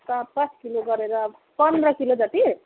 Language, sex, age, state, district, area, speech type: Nepali, female, 30-45, West Bengal, Kalimpong, rural, conversation